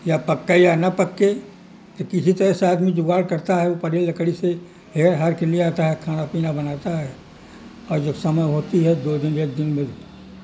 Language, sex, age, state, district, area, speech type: Urdu, male, 60+, Uttar Pradesh, Mirzapur, rural, spontaneous